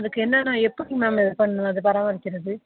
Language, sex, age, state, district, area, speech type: Tamil, female, 45-60, Tamil Nadu, Nilgiris, rural, conversation